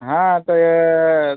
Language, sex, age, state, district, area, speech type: Marathi, male, 45-60, Maharashtra, Akola, rural, conversation